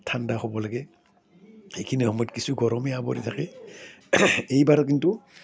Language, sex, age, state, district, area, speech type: Assamese, male, 60+, Assam, Udalguri, urban, spontaneous